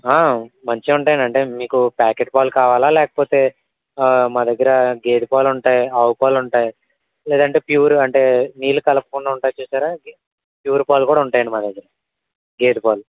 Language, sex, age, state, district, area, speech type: Telugu, male, 18-30, Andhra Pradesh, Eluru, rural, conversation